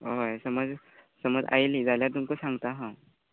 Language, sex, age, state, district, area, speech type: Goan Konkani, male, 18-30, Goa, Quepem, rural, conversation